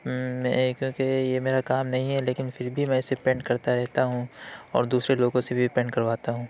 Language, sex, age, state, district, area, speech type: Urdu, male, 18-30, Uttar Pradesh, Lucknow, urban, spontaneous